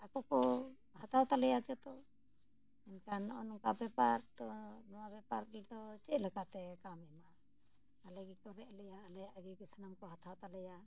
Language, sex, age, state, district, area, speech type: Santali, female, 60+, Jharkhand, Bokaro, rural, spontaneous